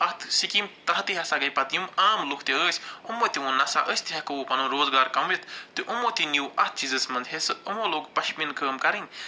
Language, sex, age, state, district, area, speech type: Kashmiri, male, 45-60, Jammu and Kashmir, Budgam, urban, spontaneous